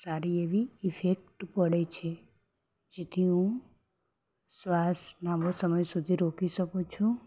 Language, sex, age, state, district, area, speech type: Gujarati, female, 18-30, Gujarat, Ahmedabad, urban, spontaneous